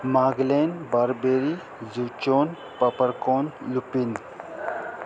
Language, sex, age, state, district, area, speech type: Urdu, male, 45-60, Delhi, North East Delhi, urban, spontaneous